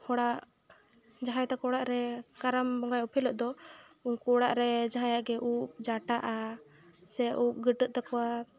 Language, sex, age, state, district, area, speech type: Santali, female, 18-30, West Bengal, Jhargram, rural, spontaneous